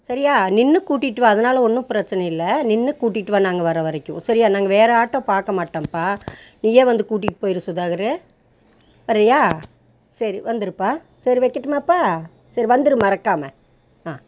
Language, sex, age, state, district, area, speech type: Tamil, female, 60+, Tamil Nadu, Coimbatore, rural, spontaneous